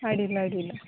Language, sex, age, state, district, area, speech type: Kannada, female, 18-30, Karnataka, Uttara Kannada, rural, conversation